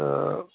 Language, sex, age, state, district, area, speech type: Kashmiri, male, 60+, Jammu and Kashmir, Srinagar, rural, conversation